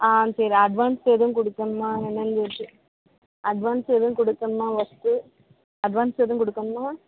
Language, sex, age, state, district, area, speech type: Tamil, female, 30-45, Tamil Nadu, Thoothukudi, urban, conversation